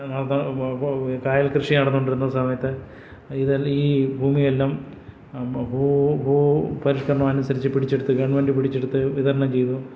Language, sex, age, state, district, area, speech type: Malayalam, male, 60+, Kerala, Kollam, rural, spontaneous